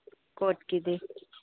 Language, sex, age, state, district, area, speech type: Manipuri, female, 30-45, Manipur, Imphal East, rural, conversation